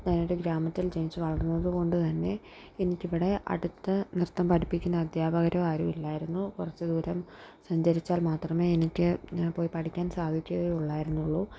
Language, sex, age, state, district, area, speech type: Malayalam, female, 18-30, Kerala, Alappuzha, rural, spontaneous